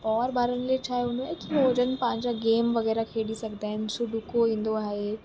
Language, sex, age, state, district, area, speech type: Sindhi, female, 18-30, Uttar Pradesh, Lucknow, rural, spontaneous